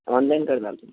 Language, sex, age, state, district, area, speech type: Urdu, male, 18-30, Telangana, Hyderabad, urban, conversation